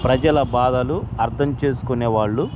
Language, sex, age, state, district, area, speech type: Telugu, male, 45-60, Andhra Pradesh, Guntur, rural, spontaneous